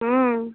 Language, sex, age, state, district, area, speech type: Bengali, female, 18-30, West Bengal, Uttar Dinajpur, urban, conversation